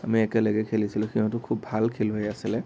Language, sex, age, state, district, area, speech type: Assamese, male, 18-30, Assam, Nagaon, rural, spontaneous